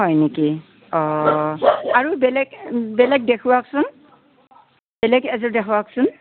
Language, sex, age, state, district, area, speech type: Assamese, female, 60+, Assam, Darrang, rural, conversation